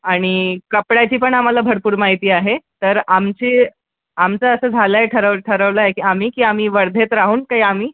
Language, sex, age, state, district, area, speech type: Marathi, male, 18-30, Maharashtra, Wardha, urban, conversation